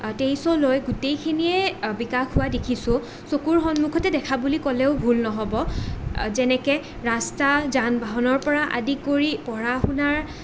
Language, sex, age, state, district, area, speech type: Assamese, female, 18-30, Assam, Nalbari, rural, spontaneous